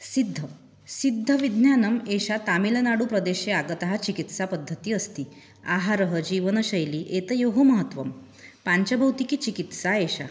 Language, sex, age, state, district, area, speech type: Sanskrit, female, 30-45, Maharashtra, Nagpur, urban, spontaneous